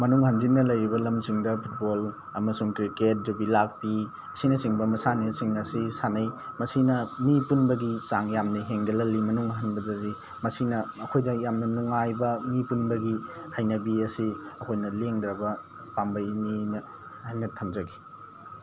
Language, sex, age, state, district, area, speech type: Manipuri, male, 18-30, Manipur, Thoubal, rural, spontaneous